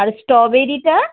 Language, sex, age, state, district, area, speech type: Bengali, female, 45-60, West Bengal, Howrah, urban, conversation